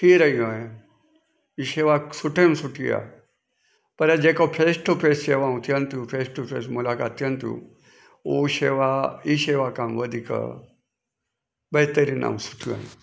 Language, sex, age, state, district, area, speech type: Sindhi, male, 60+, Gujarat, Junagadh, rural, spontaneous